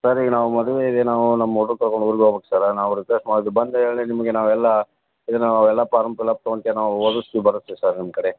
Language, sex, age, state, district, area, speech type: Kannada, male, 30-45, Karnataka, Bagalkot, rural, conversation